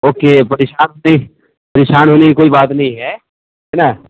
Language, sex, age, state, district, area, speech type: Urdu, male, 30-45, Bihar, East Champaran, urban, conversation